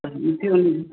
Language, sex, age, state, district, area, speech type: Sindhi, female, 60+, Rajasthan, Ajmer, urban, conversation